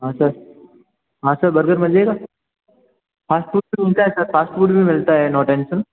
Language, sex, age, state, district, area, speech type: Hindi, male, 18-30, Rajasthan, Jodhpur, urban, conversation